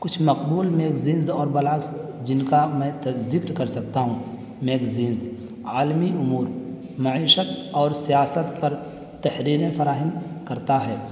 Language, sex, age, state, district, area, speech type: Urdu, male, 18-30, Uttar Pradesh, Balrampur, rural, spontaneous